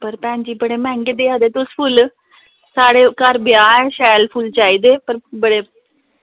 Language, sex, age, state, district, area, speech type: Dogri, female, 30-45, Jammu and Kashmir, Samba, urban, conversation